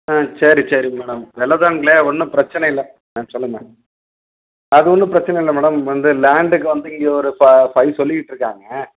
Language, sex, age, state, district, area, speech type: Tamil, male, 45-60, Tamil Nadu, Perambalur, urban, conversation